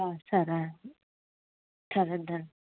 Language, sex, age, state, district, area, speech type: Telugu, female, 18-30, Andhra Pradesh, Krishna, urban, conversation